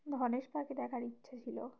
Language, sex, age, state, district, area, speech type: Bengali, female, 18-30, West Bengal, Uttar Dinajpur, urban, spontaneous